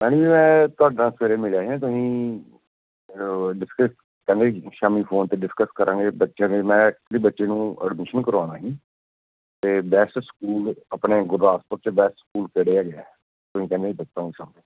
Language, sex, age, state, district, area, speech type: Punjabi, male, 45-60, Punjab, Gurdaspur, urban, conversation